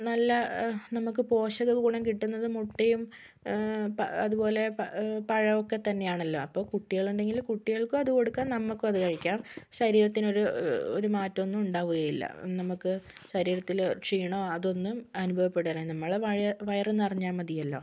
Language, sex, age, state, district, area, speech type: Malayalam, female, 18-30, Kerala, Kozhikode, urban, spontaneous